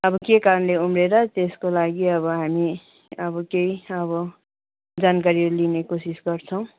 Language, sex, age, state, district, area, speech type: Nepali, female, 30-45, West Bengal, Kalimpong, rural, conversation